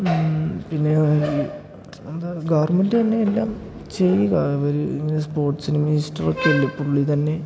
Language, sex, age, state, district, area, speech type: Malayalam, male, 18-30, Kerala, Idukki, rural, spontaneous